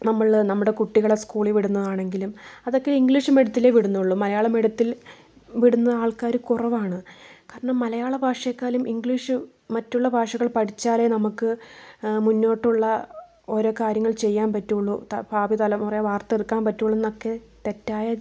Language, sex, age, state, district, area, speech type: Malayalam, female, 18-30, Kerala, Wayanad, rural, spontaneous